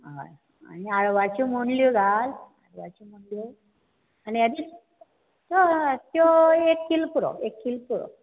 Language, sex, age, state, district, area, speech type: Goan Konkani, female, 60+, Goa, Bardez, rural, conversation